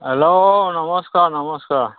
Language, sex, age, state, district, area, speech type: Assamese, male, 60+, Assam, Dhemaji, rural, conversation